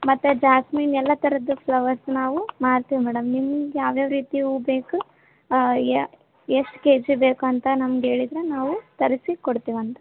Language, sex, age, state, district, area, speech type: Kannada, female, 18-30, Karnataka, Koppal, rural, conversation